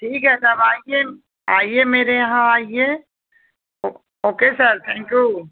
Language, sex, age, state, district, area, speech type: Hindi, female, 45-60, Uttar Pradesh, Ghazipur, rural, conversation